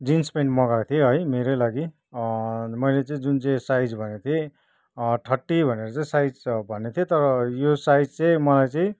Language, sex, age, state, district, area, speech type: Nepali, male, 45-60, West Bengal, Kalimpong, rural, spontaneous